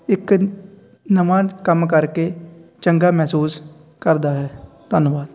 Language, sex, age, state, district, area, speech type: Punjabi, male, 18-30, Punjab, Faridkot, rural, spontaneous